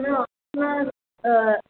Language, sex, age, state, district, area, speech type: Tamil, female, 18-30, Tamil Nadu, Madurai, urban, conversation